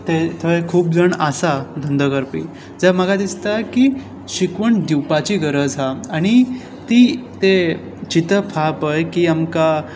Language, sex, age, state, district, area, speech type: Goan Konkani, male, 18-30, Goa, Tiswadi, rural, spontaneous